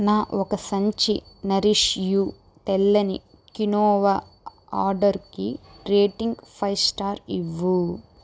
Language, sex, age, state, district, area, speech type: Telugu, female, 18-30, Andhra Pradesh, Chittoor, urban, read